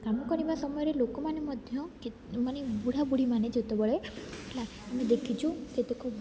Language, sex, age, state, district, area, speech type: Odia, female, 18-30, Odisha, Rayagada, rural, spontaneous